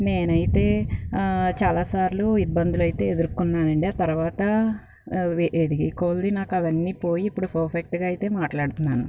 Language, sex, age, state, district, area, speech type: Telugu, female, 18-30, Andhra Pradesh, Guntur, urban, spontaneous